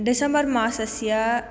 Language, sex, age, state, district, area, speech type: Sanskrit, female, 18-30, Tamil Nadu, Madurai, urban, spontaneous